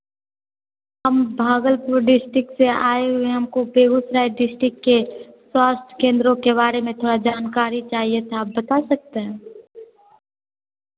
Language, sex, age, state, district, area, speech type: Hindi, female, 18-30, Bihar, Begusarai, rural, conversation